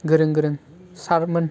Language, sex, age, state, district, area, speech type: Bodo, male, 18-30, Assam, Baksa, rural, spontaneous